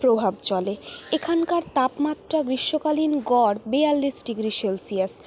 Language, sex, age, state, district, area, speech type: Bengali, female, 45-60, West Bengal, Purulia, urban, spontaneous